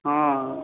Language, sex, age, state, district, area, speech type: Odia, male, 18-30, Odisha, Jajpur, rural, conversation